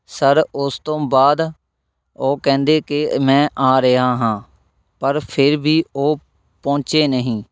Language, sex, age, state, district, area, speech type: Punjabi, male, 18-30, Punjab, Shaheed Bhagat Singh Nagar, rural, spontaneous